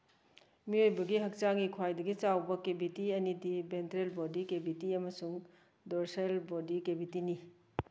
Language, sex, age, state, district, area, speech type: Manipuri, female, 60+, Manipur, Kangpokpi, urban, read